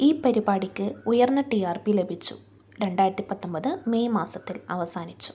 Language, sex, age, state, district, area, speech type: Malayalam, female, 18-30, Kerala, Kannur, rural, read